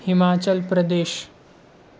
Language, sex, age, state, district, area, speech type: Urdu, male, 18-30, Maharashtra, Nashik, urban, spontaneous